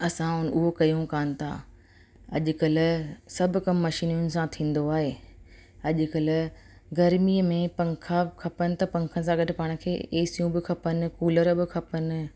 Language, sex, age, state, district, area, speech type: Sindhi, female, 45-60, Rajasthan, Ajmer, urban, spontaneous